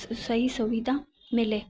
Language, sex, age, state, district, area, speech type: Sindhi, female, 30-45, Rajasthan, Ajmer, urban, spontaneous